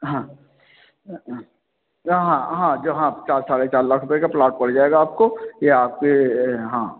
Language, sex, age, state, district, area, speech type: Hindi, male, 45-60, Uttar Pradesh, Bhadohi, urban, conversation